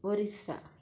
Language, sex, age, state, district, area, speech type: Kannada, female, 30-45, Karnataka, Shimoga, rural, spontaneous